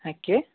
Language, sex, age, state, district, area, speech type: Bengali, male, 30-45, West Bengal, Purba Bardhaman, urban, conversation